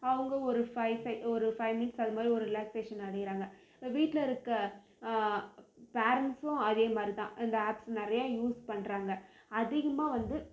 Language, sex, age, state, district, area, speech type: Tamil, female, 18-30, Tamil Nadu, Krishnagiri, rural, spontaneous